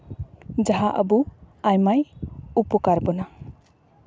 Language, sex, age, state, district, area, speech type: Santali, female, 18-30, West Bengal, Paschim Bardhaman, rural, spontaneous